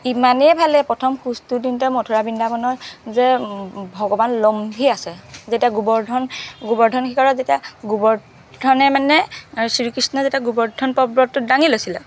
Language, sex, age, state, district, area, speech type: Assamese, female, 30-45, Assam, Golaghat, urban, spontaneous